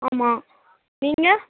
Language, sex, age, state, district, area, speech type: Tamil, female, 18-30, Tamil Nadu, Namakkal, rural, conversation